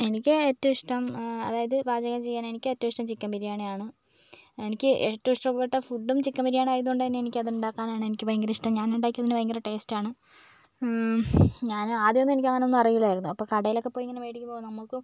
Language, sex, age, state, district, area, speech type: Malayalam, female, 30-45, Kerala, Kozhikode, urban, spontaneous